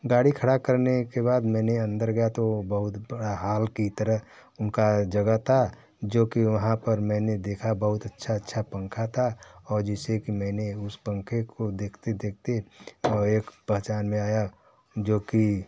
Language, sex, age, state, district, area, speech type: Hindi, male, 45-60, Uttar Pradesh, Varanasi, urban, spontaneous